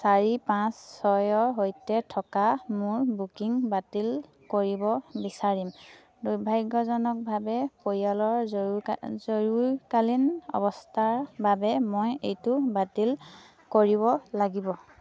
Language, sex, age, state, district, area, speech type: Assamese, female, 18-30, Assam, Sivasagar, rural, read